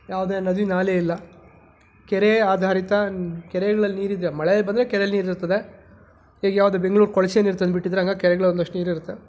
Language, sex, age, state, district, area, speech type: Kannada, male, 45-60, Karnataka, Chikkaballapur, rural, spontaneous